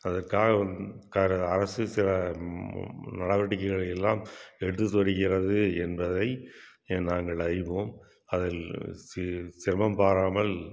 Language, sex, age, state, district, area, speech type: Tamil, male, 60+, Tamil Nadu, Tiruppur, urban, spontaneous